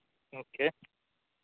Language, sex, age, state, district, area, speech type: Santali, male, 18-30, Jharkhand, East Singhbhum, rural, conversation